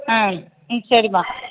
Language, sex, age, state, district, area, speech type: Tamil, female, 45-60, Tamil Nadu, Tiruvannamalai, urban, conversation